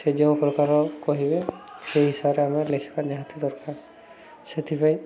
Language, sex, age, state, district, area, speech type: Odia, male, 30-45, Odisha, Subarnapur, urban, spontaneous